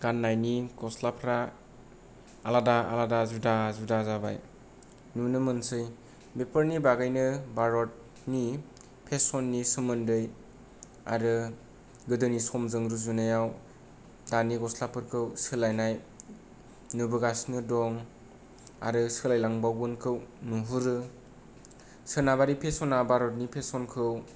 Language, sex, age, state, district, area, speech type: Bodo, male, 18-30, Assam, Kokrajhar, rural, spontaneous